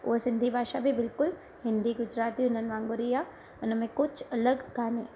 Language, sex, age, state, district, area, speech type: Sindhi, female, 30-45, Gujarat, Surat, urban, spontaneous